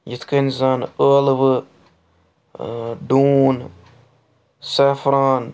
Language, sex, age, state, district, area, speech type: Kashmiri, male, 60+, Jammu and Kashmir, Srinagar, urban, spontaneous